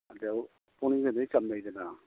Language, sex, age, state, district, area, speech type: Manipuri, male, 45-60, Manipur, Imphal East, rural, conversation